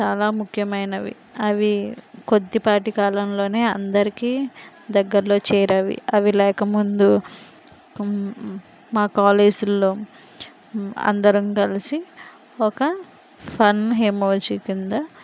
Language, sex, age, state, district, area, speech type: Telugu, female, 45-60, Andhra Pradesh, Konaseema, rural, spontaneous